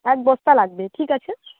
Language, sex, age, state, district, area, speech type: Bengali, female, 18-30, West Bengal, Uttar Dinajpur, rural, conversation